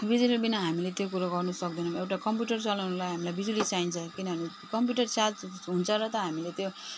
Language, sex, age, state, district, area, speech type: Nepali, female, 45-60, West Bengal, Jalpaiguri, urban, spontaneous